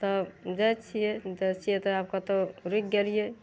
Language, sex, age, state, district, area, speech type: Maithili, female, 45-60, Bihar, Madhepura, rural, spontaneous